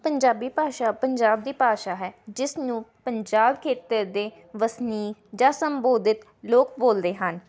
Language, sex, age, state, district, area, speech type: Punjabi, female, 18-30, Punjab, Rupnagar, rural, spontaneous